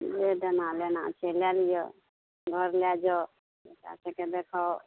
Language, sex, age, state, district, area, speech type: Maithili, female, 45-60, Bihar, Araria, rural, conversation